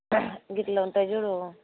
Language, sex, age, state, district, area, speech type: Telugu, female, 18-30, Telangana, Hyderabad, urban, conversation